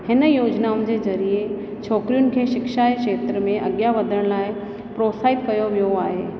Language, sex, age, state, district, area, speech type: Sindhi, female, 30-45, Rajasthan, Ajmer, urban, spontaneous